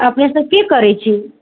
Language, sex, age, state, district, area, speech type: Maithili, female, 18-30, Bihar, Samastipur, urban, conversation